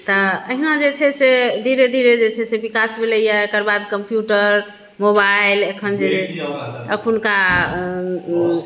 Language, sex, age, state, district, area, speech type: Maithili, female, 30-45, Bihar, Madhubani, urban, spontaneous